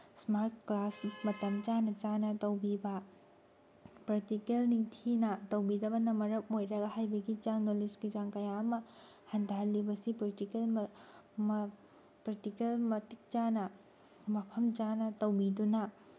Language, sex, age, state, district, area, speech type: Manipuri, female, 18-30, Manipur, Tengnoupal, rural, spontaneous